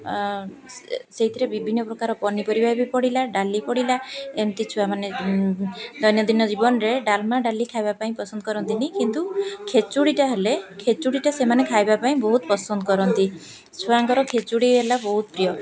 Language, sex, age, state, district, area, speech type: Odia, female, 30-45, Odisha, Jagatsinghpur, rural, spontaneous